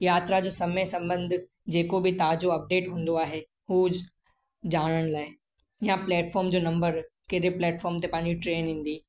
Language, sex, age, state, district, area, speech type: Sindhi, male, 18-30, Gujarat, Kutch, rural, spontaneous